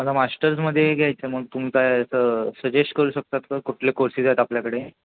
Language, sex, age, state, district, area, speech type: Marathi, male, 18-30, Maharashtra, Ratnagiri, rural, conversation